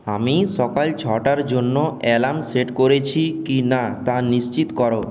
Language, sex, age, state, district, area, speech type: Bengali, male, 18-30, West Bengal, Purulia, urban, read